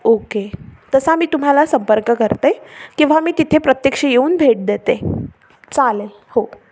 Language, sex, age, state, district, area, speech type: Marathi, female, 18-30, Maharashtra, Amravati, urban, spontaneous